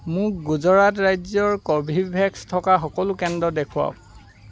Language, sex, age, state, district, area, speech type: Assamese, male, 45-60, Assam, Dibrugarh, rural, read